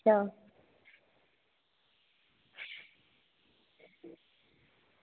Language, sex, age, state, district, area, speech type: Dogri, female, 18-30, Jammu and Kashmir, Kathua, rural, conversation